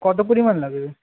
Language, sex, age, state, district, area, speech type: Bengali, male, 18-30, West Bengal, Nadia, rural, conversation